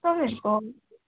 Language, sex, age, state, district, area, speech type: Nepali, female, 18-30, West Bengal, Darjeeling, rural, conversation